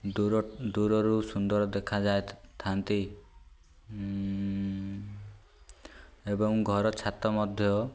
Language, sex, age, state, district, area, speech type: Odia, male, 18-30, Odisha, Ganjam, urban, spontaneous